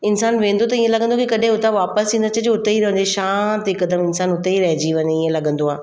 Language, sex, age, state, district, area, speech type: Sindhi, female, 30-45, Maharashtra, Mumbai Suburban, urban, spontaneous